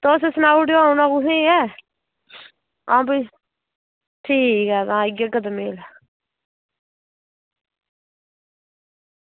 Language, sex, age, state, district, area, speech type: Dogri, female, 18-30, Jammu and Kashmir, Udhampur, rural, conversation